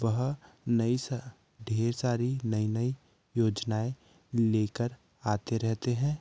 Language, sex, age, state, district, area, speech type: Hindi, male, 18-30, Madhya Pradesh, Betul, urban, spontaneous